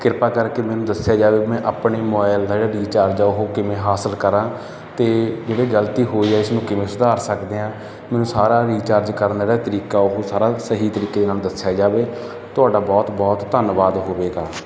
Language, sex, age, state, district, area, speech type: Punjabi, male, 30-45, Punjab, Barnala, rural, spontaneous